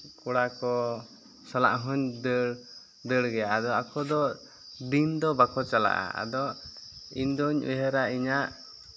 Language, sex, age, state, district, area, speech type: Santali, male, 18-30, Jharkhand, Seraikela Kharsawan, rural, spontaneous